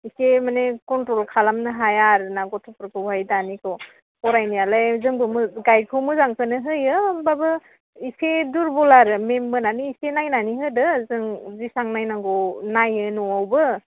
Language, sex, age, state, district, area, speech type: Bodo, female, 18-30, Assam, Udalguri, urban, conversation